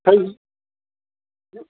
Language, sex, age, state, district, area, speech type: Kashmiri, male, 30-45, Jammu and Kashmir, Anantnag, rural, conversation